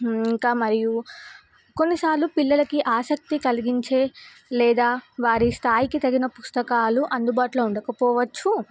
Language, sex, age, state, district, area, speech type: Telugu, female, 18-30, Telangana, Nizamabad, urban, spontaneous